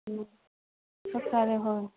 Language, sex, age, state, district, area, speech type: Manipuri, female, 18-30, Manipur, Kangpokpi, rural, conversation